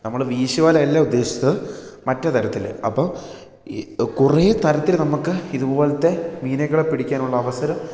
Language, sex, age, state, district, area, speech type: Malayalam, male, 18-30, Kerala, Idukki, rural, spontaneous